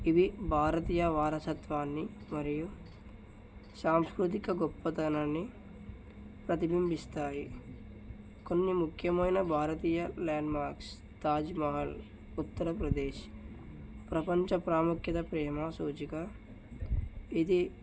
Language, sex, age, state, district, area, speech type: Telugu, male, 18-30, Telangana, Narayanpet, urban, spontaneous